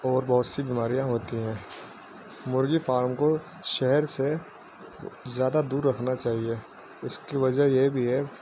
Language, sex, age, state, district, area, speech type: Urdu, male, 30-45, Uttar Pradesh, Muzaffarnagar, urban, spontaneous